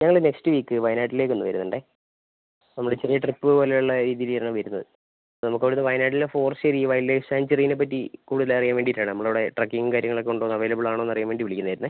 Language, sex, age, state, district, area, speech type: Malayalam, male, 45-60, Kerala, Wayanad, rural, conversation